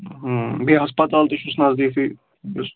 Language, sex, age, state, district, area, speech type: Kashmiri, male, 18-30, Jammu and Kashmir, Baramulla, rural, conversation